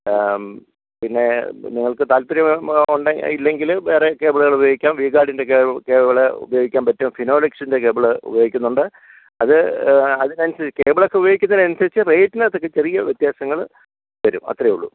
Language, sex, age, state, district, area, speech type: Malayalam, male, 45-60, Kerala, Kollam, rural, conversation